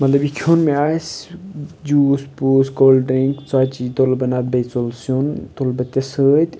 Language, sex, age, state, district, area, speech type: Kashmiri, male, 18-30, Jammu and Kashmir, Kupwara, urban, spontaneous